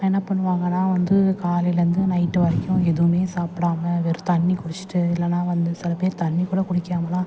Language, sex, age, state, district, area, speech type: Tamil, female, 30-45, Tamil Nadu, Thanjavur, urban, spontaneous